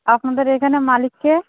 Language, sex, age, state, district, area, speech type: Bengali, female, 30-45, West Bengal, Darjeeling, urban, conversation